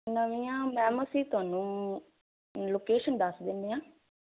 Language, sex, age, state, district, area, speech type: Punjabi, female, 18-30, Punjab, Fazilka, rural, conversation